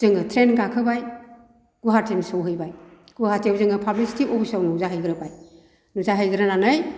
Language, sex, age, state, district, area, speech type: Bodo, female, 60+, Assam, Kokrajhar, rural, spontaneous